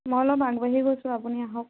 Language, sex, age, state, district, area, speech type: Assamese, female, 18-30, Assam, Dibrugarh, rural, conversation